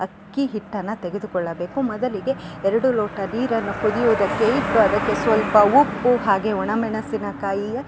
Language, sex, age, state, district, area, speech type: Kannada, female, 30-45, Karnataka, Chikkamagaluru, rural, spontaneous